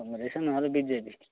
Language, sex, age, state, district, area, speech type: Odia, male, 30-45, Odisha, Ganjam, urban, conversation